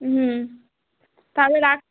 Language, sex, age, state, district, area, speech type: Bengali, female, 18-30, West Bengal, North 24 Parganas, rural, conversation